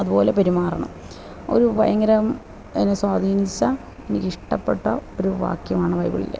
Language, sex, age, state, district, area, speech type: Malayalam, female, 45-60, Kerala, Kottayam, rural, spontaneous